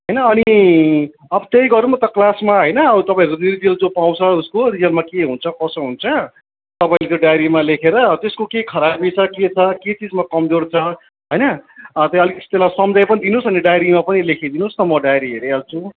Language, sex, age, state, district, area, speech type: Nepali, male, 30-45, West Bengal, Darjeeling, rural, conversation